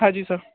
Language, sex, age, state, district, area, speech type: Hindi, male, 18-30, Rajasthan, Bharatpur, urban, conversation